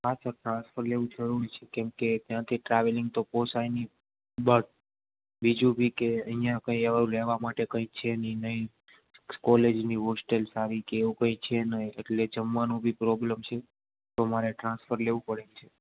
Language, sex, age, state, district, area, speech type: Gujarati, male, 18-30, Gujarat, Ahmedabad, rural, conversation